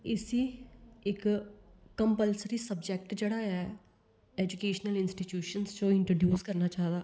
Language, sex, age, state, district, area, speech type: Dogri, female, 30-45, Jammu and Kashmir, Kathua, rural, spontaneous